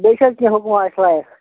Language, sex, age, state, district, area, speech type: Kashmiri, male, 30-45, Jammu and Kashmir, Bandipora, rural, conversation